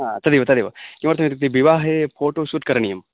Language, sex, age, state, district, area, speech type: Sanskrit, male, 18-30, West Bengal, Dakshin Dinajpur, rural, conversation